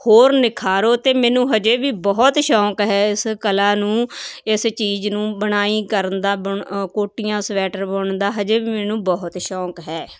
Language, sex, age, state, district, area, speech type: Punjabi, female, 30-45, Punjab, Moga, rural, spontaneous